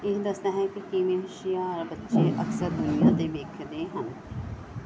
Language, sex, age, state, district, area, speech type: Punjabi, female, 45-60, Punjab, Gurdaspur, urban, read